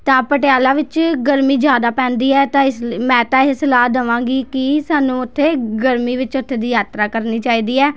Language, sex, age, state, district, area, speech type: Punjabi, female, 18-30, Punjab, Patiala, urban, spontaneous